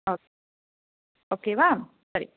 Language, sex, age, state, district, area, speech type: Tamil, female, 18-30, Tamil Nadu, Krishnagiri, rural, conversation